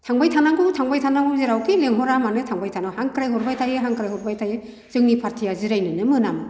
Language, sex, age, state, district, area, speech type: Bodo, female, 60+, Assam, Kokrajhar, rural, spontaneous